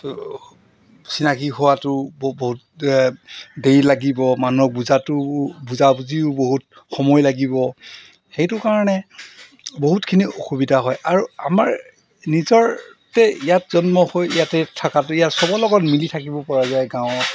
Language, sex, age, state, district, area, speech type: Assamese, male, 45-60, Assam, Golaghat, rural, spontaneous